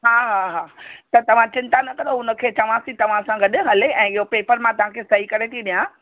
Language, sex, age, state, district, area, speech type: Sindhi, female, 45-60, Maharashtra, Mumbai Suburban, urban, conversation